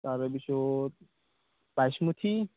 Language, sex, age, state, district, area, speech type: Assamese, male, 18-30, Assam, Nalbari, rural, conversation